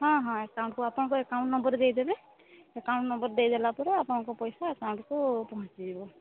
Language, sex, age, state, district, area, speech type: Odia, female, 30-45, Odisha, Mayurbhanj, rural, conversation